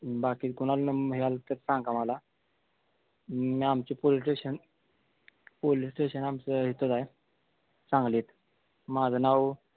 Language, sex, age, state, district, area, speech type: Marathi, male, 18-30, Maharashtra, Sangli, rural, conversation